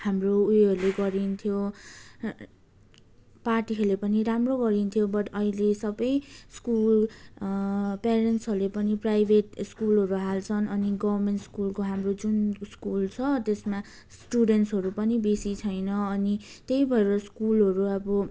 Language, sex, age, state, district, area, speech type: Nepali, female, 18-30, West Bengal, Darjeeling, rural, spontaneous